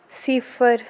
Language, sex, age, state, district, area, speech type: Dogri, female, 18-30, Jammu and Kashmir, Udhampur, rural, read